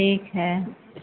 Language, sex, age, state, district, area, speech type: Hindi, female, 60+, Uttar Pradesh, Ayodhya, rural, conversation